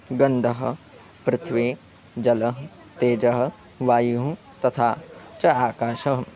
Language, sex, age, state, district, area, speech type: Sanskrit, male, 18-30, Madhya Pradesh, Chhindwara, rural, spontaneous